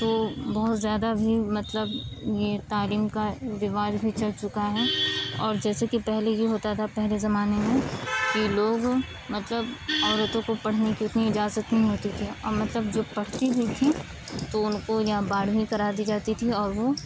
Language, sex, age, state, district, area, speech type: Urdu, female, 30-45, Uttar Pradesh, Aligarh, rural, spontaneous